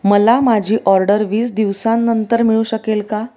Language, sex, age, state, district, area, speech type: Marathi, female, 30-45, Maharashtra, Pune, urban, read